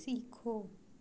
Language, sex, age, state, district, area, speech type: Hindi, female, 18-30, Madhya Pradesh, Chhindwara, urban, read